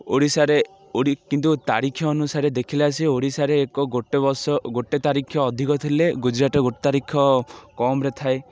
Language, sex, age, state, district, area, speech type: Odia, male, 30-45, Odisha, Ganjam, urban, spontaneous